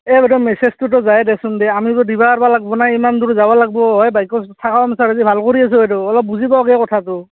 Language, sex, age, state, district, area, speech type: Assamese, male, 30-45, Assam, Nalbari, rural, conversation